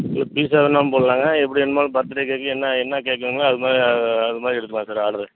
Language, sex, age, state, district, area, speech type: Tamil, male, 45-60, Tamil Nadu, Madurai, rural, conversation